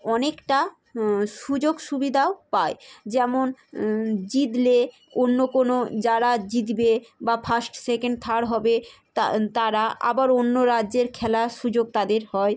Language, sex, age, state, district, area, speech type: Bengali, female, 30-45, West Bengal, Hooghly, urban, spontaneous